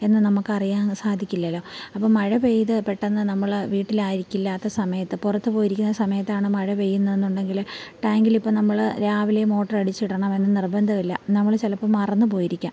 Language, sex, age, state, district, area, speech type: Malayalam, female, 30-45, Kerala, Thiruvananthapuram, rural, spontaneous